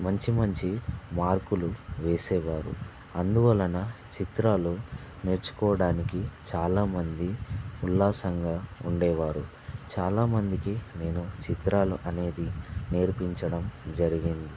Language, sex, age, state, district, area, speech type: Telugu, male, 18-30, Telangana, Vikarabad, urban, spontaneous